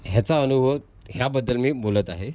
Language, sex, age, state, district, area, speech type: Marathi, male, 30-45, Maharashtra, Mumbai City, urban, spontaneous